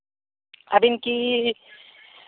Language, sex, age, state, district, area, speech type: Santali, male, 18-30, Jharkhand, Seraikela Kharsawan, rural, conversation